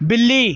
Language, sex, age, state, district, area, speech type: Punjabi, male, 18-30, Punjab, Kapurthala, urban, read